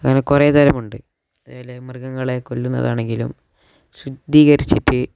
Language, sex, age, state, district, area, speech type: Malayalam, male, 18-30, Kerala, Wayanad, rural, spontaneous